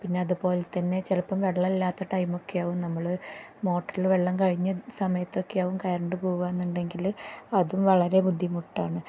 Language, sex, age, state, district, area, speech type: Malayalam, female, 30-45, Kerala, Kozhikode, rural, spontaneous